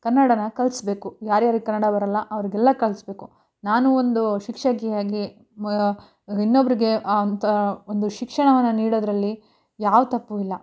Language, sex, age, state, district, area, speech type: Kannada, female, 30-45, Karnataka, Mandya, rural, spontaneous